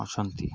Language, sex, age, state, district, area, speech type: Odia, male, 18-30, Odisha, Nuapada, urban, spontaneous